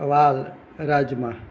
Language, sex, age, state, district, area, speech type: Gujarati, male, 60+, Gujarat, Anand, urban, spontaneous